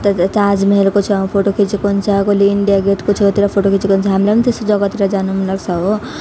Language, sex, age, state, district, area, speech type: Nepali, female, 18-30, West Bengal, Alipurduar, rural, spontaneous